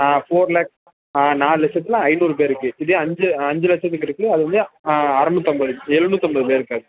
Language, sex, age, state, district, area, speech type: Tamil, male, 18-30, Tamil Nadu, Perambalur, rural, conversation